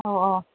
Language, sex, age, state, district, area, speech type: Manipuri, female, 18-30, Manipur, Kangpokpi, urban, conversation